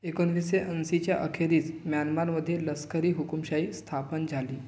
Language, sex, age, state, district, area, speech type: Marathi, male, 18-30, Maharashtra, Gondia, rural, read